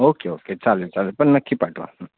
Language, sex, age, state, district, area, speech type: Marathi, male, 30-45, Maharashtra, Thane, urban, conversation